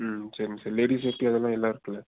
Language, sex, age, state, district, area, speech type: Tamil, male, 18-30, Tamil Nadu, Nilgiris, urban, conversation